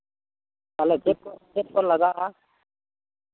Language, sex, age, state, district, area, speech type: Santali, male, 60+, West Bengal, Bankura, rural, conversation